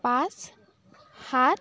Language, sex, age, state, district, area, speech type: Assamese, female, 30-45, Assam, Dibrugarh, rural, read